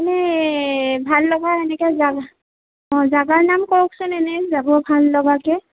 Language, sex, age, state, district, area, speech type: Assamese, female, 60+, Assam, Nagaon, rural, conversation